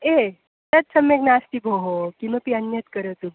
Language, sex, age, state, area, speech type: Sanskrit, female, 18-30, Goa, rural, conversation